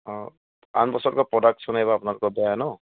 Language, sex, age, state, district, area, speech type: Assamese, male, 30-45, Assam, Charaideo, rural, conversation